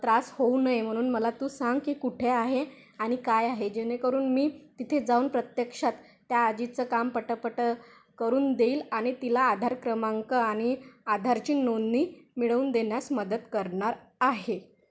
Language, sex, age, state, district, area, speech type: Marathi, female, 18-30, Maharashtra, Wardha, rural, spontaneous